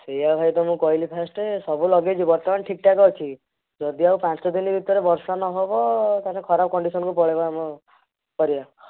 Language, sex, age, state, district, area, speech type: Odia, male, 18-30, Odisha, Kendujhar, urban, conversation